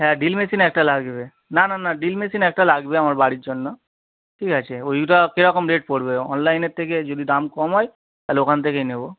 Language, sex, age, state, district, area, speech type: Bengali, male, 30-45, West Bengal, Howrah, urban, conversation